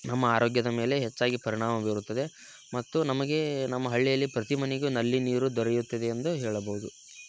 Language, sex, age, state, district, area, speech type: Kannada, male, 18-30, Karnataka, Tumkur, urban, spontaneous